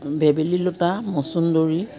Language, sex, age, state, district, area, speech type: Assamese, female, 60+, Assam, Biswanath, rural, spontaneous